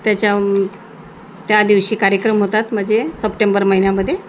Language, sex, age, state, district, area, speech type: Marathi, female, 45-60, Maharashtra, Nagpur, rural, spontaneous